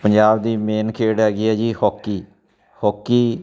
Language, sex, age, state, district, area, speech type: Punjabi, male, 45-60, Punjab, Fatehgarh Sahib, urban, spontaneous